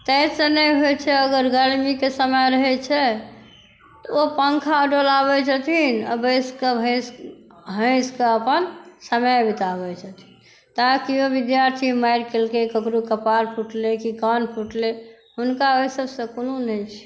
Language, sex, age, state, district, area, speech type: Maithili, female, 60+, Bihar, Saharsa, rural, spontaneous